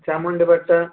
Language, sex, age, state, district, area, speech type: Kannada, male, 30-45, Karnataka, Gadag, rural, conversation